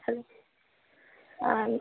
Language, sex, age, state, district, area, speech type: Tamil, female, 18-30, Tamil Nadu, Madurai, urban, conversation